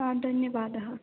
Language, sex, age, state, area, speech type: Sanskrit, female, 18-30, Assam, rural, conversation